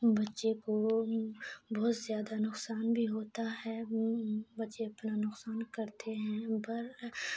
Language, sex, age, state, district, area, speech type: Urdu, female, 18-30, Bihar, Khagaria, rural, spontaneous